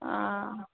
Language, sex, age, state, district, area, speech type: Hindi, female, 30-45, Bihar, Begusarai, rural, conversation